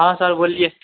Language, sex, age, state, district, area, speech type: Nepali, male, 18-30, West Bengal, Alipurduar, urban, conversation